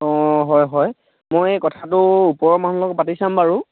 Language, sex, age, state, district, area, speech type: Assamese, male, 18-30, Assam, Dhemaji, rural, conversation